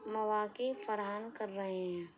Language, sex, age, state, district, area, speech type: Urdu, female, 18-30, Delhi, East Delhi, urban, spontaneous